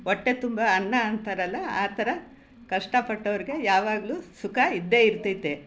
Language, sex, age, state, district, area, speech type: Kannada, female, 60+, Karnataka, Mysore, rural, spontaneous